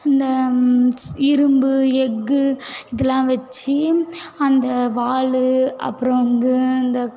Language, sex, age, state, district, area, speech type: Tamil, female, 18-30, Tamil Nadu, Tiruvannamalai, urban, spontaneous